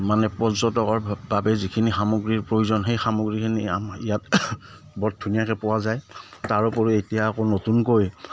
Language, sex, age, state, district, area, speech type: Assamese, male, 45-60, Assam, Udalguri, rural, spontaneous